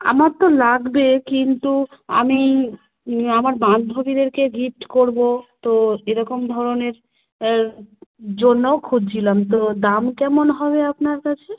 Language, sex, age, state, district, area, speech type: Bengali, female, 18-30, West Bengal, South 24 Parganas, rural, conversation